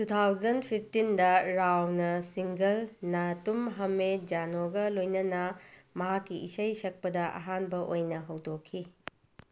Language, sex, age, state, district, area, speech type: Manipuri, female, 45-60, Manipur, Bishnupur, rural, read